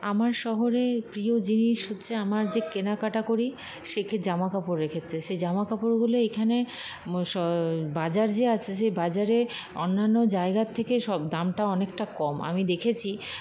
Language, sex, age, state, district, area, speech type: Bengali, female, 30-45, West Bengal, Paschim Bardhaman, rural, spontaneous